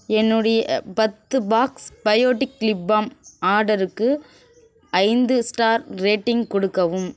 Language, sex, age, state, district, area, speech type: Tamil, female, 18-30, Tamil Nadu, Kallakurichi, urban, read